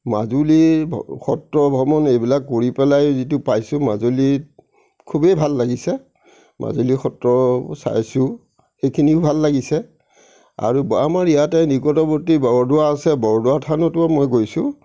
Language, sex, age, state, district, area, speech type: Assamese, male, 60+, Assam, Nagaon, rural, spontaneous